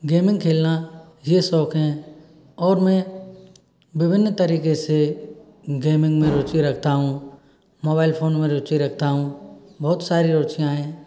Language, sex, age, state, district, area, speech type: Hindi, male, 60+, Rajasthan, Karauli, rural, spontaneous